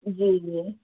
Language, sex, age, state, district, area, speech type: Urdu, female, 18-30, Bihar, Khagaria, rural, conversation